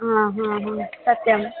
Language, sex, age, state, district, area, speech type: Sanskrit, female, 45-60, Karnataka, Dakshina Kannada, rural, conversation